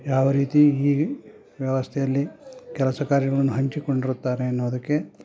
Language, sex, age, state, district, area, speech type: Kannada, male, 60+, Karnataka, Chikkamagaluru, rural, spontaneous